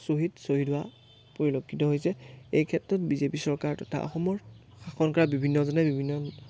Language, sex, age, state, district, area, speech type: Assamese, male, 18-30, Assam, Majuli, urban, spontaneous